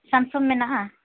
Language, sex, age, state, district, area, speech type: Santali, female, 30-45, West Bengal, Uttar Dinajpur, rural, conversation